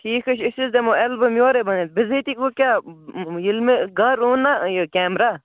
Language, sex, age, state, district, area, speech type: Kashmiri, female, 45-60, Jammu and Kashmir, Baramulla, rural, conversation